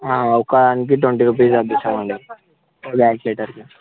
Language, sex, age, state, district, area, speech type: Telugu, male, 18-30, Telangana, Medchal, urban, conversation